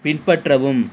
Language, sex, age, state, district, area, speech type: Tamil, male, 45-60, Tamil Nadu, Cuddalore, rural, read